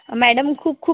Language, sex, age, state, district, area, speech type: Marathi, female, 18-30, Maharashtra, Osmanabad, rural, conversation